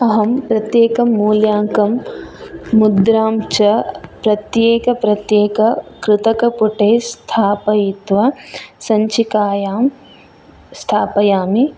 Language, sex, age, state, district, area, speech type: Sanskrit, female, 18-30, Karnataka, Udupi, urban, spontaneous